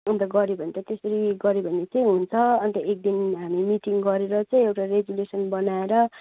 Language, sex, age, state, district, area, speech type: Nepali, other, 30-45, West Bengal, Kalimpong, rural, conversation